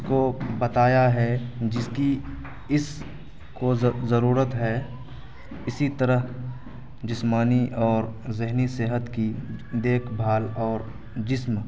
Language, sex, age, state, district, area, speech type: Urdu, male, 18-30, Bihar, Araria, rural, spontaneous